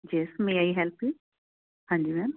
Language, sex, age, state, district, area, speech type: Punjabi, female, 45-60, Punjab, Jalandhar, urban, conversation